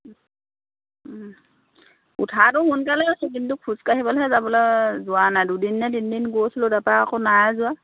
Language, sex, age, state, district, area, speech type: Assamese, female, 30-45, Assam, Dhemaji, rural, conversation